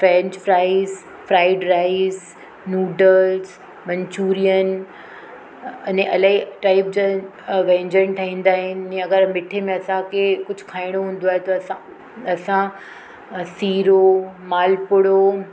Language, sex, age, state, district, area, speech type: Sindhi, female, 30-45, Maharashtra, Mumbai Suburban, urban, spontaneous